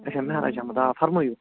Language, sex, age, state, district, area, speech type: Kashmiri, male, 45-60, Jammu and Kashmir, Budgam, urban, conversation